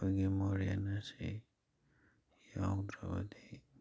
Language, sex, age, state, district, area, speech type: Manipuri, male, 30-45, Manipur, Kakching, rural, spontaneous